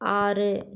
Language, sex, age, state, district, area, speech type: Tamil, female, 18-30, Tamil Nadu, Erode, rural, read